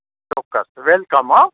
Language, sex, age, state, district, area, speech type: Gujarati, male, 60+, Gujarat, Kheda, rural, conversation